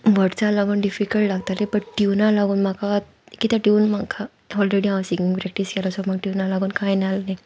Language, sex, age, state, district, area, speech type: Goan Konkani, female, 18-30, Goa, Sanguem, rural, spontaneous